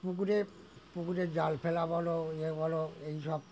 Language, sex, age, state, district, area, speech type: Bengali, male, 60+, West Bengal, Darjeeling, rural, spontaneous